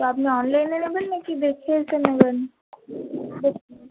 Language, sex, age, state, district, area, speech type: Bengali, female, 18-30, West Bengal, Purba Bardhaman, urban, conversation